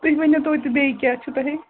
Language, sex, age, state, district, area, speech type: Kashmiri, female, 18-30, Jammu and Kashmir, Srinagar, urban, conversation